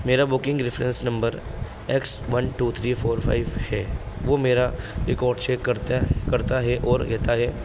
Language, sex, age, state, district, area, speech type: Urdu, male, 18-30, Delhi, North East Delhi, urban, spontaneous